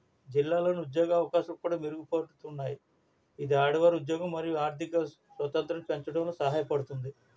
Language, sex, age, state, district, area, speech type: Telugu, male, 60+, Andhra Pradesh, East Godavari, rural, spontaneous